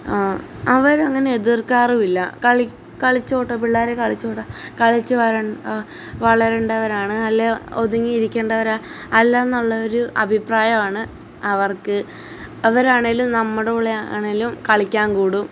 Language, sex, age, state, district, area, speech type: Malayalam, female, 18-30, Kerala, Alappuzha, rural, spontaneous